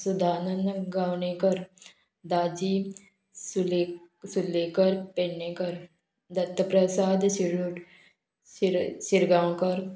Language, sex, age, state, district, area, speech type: Goan Konkani, female, 45-60, Goa, Murmgao, rural, spontaneous